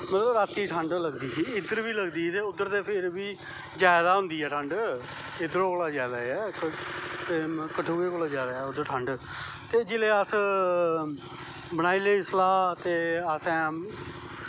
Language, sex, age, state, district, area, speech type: Dogri, male, 30-45, Jammu and Kashmir, Kathua, rural, spontaneous